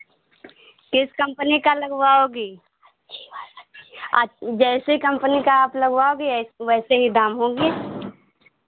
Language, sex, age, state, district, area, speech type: Hindi, female, 45-60, Uttar Pradesh, Lucknow, rural, conversation